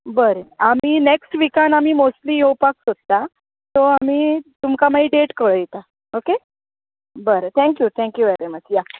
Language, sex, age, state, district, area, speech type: Goan Konkani, female, 30-45, Goa, Bardez, rural, conversation